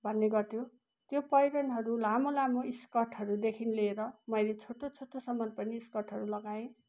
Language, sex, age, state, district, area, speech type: Nepali, female, 60+, West Bengal, Kalimpong, rural, spontaneous